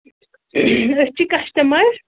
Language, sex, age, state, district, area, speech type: Kashmiri, female, 18-30, Jammu and Kashmir, Pulwama, rural, conversation